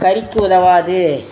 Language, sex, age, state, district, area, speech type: Tamil, female, 60+, Tamil Nadu, Tiruchirappalli, rural, spontaneous